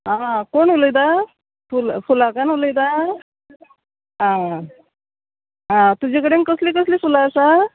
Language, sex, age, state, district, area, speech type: Goan Konkani, female, 45-60, Goa, Salcete, rural, conversation